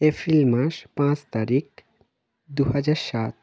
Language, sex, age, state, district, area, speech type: Bengali, male, 18-30, West Bengal, South 24 Parganas, rural, spontaneous